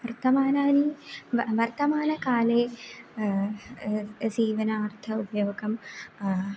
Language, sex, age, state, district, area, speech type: Sanskrit, female, 18-30, Kerala, Kannur, rural, spontaneous